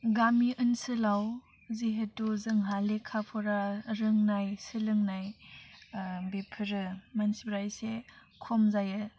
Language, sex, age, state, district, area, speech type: Bodo, female, 18-30, Assam, Udalguri, rural, spontaneous